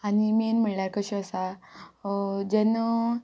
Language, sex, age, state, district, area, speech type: Goan Konkani, female, 18-30, Goa, Ponda, rural, spontaneous